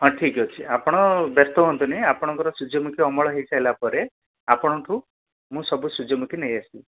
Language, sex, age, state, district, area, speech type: Odia, male, 30-45, Odisha, Dhenkanal, rural, conversation